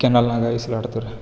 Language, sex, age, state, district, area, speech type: Kannada, male, 18-30, Karnataka, Gulbarga, urban, spontaneous